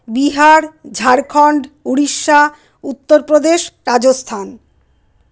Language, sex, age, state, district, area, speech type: Bengali, female, 60+, West Bengal, Paschim Bardhaman, urban, spontaneous